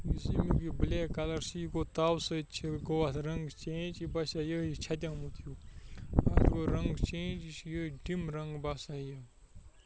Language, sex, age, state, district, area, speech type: Kashmiri, male, 18-30, Jammu and Kashmir, Kupwara, urban, spontaneous